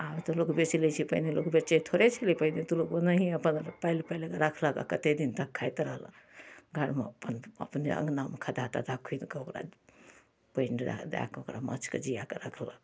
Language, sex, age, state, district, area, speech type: Maithili, female, 45-60, Bihar, Darbhanga, urban, spontaneous